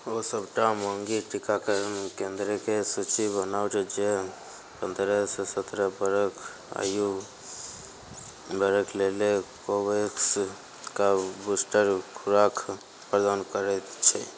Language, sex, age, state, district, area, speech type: Maithili, male, 30-45, Bihar, Begusarai, urban, read